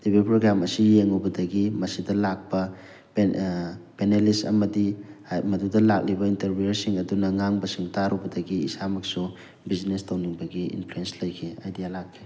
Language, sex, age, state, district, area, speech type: Manipuri, male, 30-45, Manipur, Thoubal, rural, spontaneous